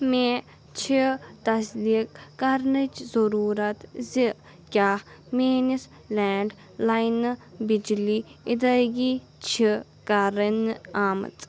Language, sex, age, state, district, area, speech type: Kashmiri, female, 30-45, Jammu and Kashmir, Anantnag, urban, read